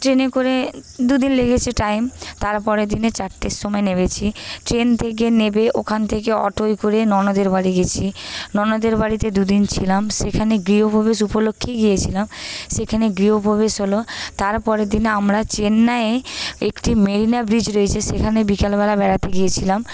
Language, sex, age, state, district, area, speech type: Bengali, female, 18-30, West Bengal, Paschim Medinipur, urban, spontaneous